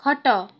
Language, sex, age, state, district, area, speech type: Odia, female, 18-30, Odisha, Kalahandi, rural, read